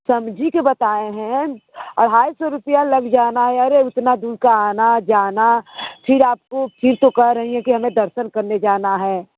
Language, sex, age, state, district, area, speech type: Hindi, female, 30-45, Uttar Pradesh, Mirzapur, rural, conversation